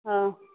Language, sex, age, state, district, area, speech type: Odia, female, 45-60, Odisha, Angul, rural, conversation